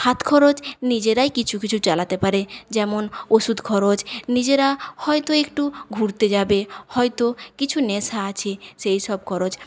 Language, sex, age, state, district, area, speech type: Bengali, female, 30-45, West Bengal, Paschim Medinipur, rural, spontaneous